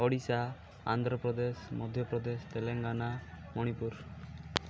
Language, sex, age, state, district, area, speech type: Odia, male, 18-30, Odisha, Malkangiri, urban, spontaneous